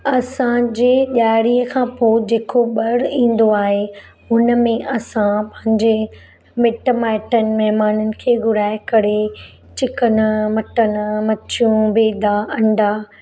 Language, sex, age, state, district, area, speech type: Sindhi, female, 30-45, Maharashtra, Mumbai Suburban, urban, spontaneous